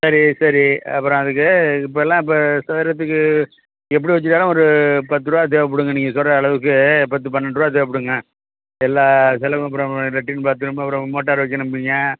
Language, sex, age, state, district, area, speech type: Tamil, male, 60+, Tamil Nadu, Thanjavur, rural, conversation